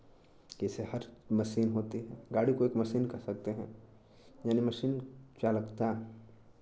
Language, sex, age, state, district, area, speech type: Hindi, male, 18-30, Uttar Pradesh, Chandauli, urban, spontaneous